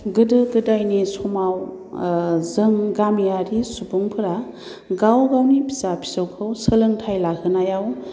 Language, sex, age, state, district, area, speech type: Bodo, female, 30-45, Assam, Baksa, urban, spontaneous